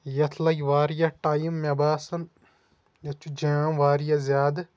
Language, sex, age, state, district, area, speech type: Kashmiri, male, 18-30, Jammu and Kashmir, Shopian, rural, spontaneous